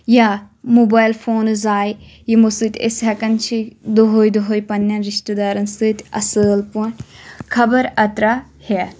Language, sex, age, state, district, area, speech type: Kashmiri, female, 18-30, Jammu and Kashmir, Shopian, rural, spontaneous